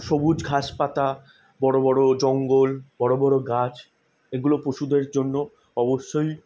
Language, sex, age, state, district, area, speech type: Bengali, male, 18-30, West Bengal, South 24 Parganas, urban, spontaneous